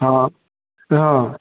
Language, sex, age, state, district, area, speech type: Hindi, male, 60+, Bihar, Madhepura, rural, conversation